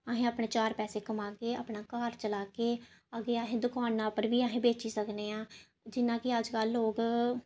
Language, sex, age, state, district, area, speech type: Dogri, female, 18-30, Jammu and Kashmir, Samba, rural, spontaneous